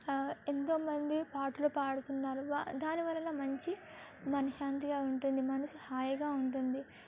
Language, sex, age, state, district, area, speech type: Telugu, female, 18-30, Telangana, Sangareddy, urban, spontaneous